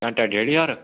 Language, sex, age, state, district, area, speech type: Dogri, male, 18-30, Jammu and Kashmir, Kathua, rural, conversation